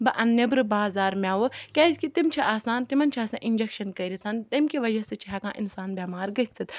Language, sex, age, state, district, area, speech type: Kashmiri, female, 30-45, Jammu and Kashmir, Ganderbal, rural, spontaneous